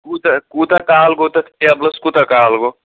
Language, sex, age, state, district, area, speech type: Kashmiri, male, 18-30, Jammu and Kashmir, Pulwama, urban, conversation